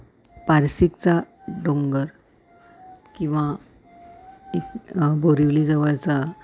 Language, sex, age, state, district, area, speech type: Marathi, female, 60+, Maharashtra, Thane, urban, spontaneous